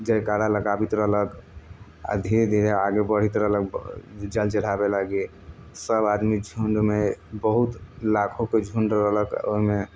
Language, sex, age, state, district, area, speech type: Maithili, male, 45-60, Bihar, Sitamarhi, rural, spontaneous